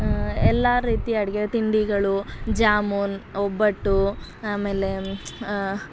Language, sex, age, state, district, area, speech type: Kannada, female, 18-30, Karnataka, Mysore, urban, spontaneous